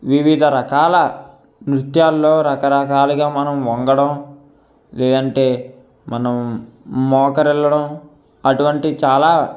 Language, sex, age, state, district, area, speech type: Telugu, male, 18-30, Andhra Pradesh, East Godavari, urban, spontaneous